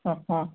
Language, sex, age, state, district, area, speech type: Kannada, male, 60+, Karnataka, Kolar, rural, conversation